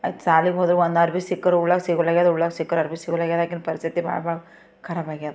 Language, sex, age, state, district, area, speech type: Kannada, female, 45-60, Karnataka, Bidar, urban, spontaneous